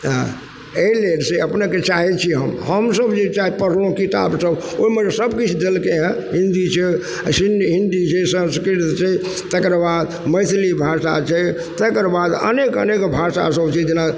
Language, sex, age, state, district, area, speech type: Maithili, male, 60+, Bihar, Supaul, rural, spontaneous